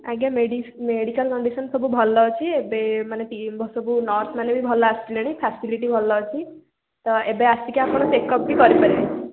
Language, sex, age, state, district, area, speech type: Odia, female, 18-30, Odisha, Puri, urban, conversation